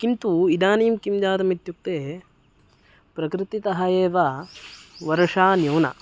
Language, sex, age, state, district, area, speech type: Sanskrit, male, 18-30, Karnataka, Uttara Kannada, rural, spontaneous